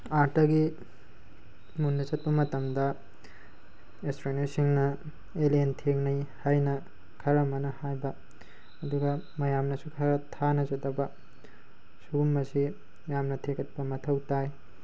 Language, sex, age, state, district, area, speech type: Manipuri, male, 18-30, Manipur, Tengnoupal, urban, spontaneous